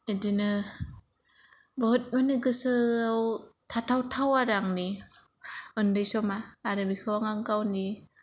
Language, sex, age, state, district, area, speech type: Bodo, female, 18-30, Assam, Kokrajhar, rural, spontaneous